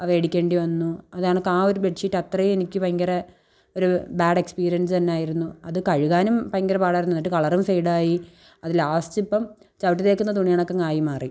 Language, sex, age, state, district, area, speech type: Malayalam, female, 18-30, Kerala, Kollam, urban, spontaneous